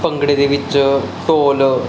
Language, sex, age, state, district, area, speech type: Punjabi, male, 30-45, Punjab, Mansa, urban, spontaneous